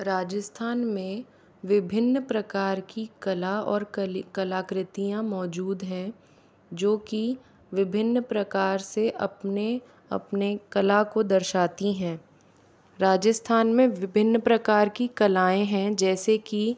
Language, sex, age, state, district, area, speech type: Hindi, female, 45-60, Rajasthan, Jaipur, urban, spontaneous